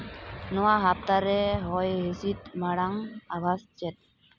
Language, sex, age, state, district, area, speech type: Santali, female, 18-30, West Bengal, Purulia, rural, read